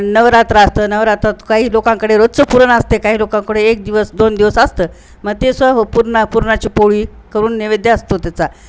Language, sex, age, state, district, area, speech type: Marathi, female, 60+, Maharashtra, Nanded, rural, spontaneous